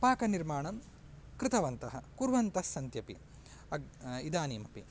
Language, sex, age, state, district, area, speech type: Sanskrit, male, 18-30, Karnataka, Uttara Kannada, rural, spontaneous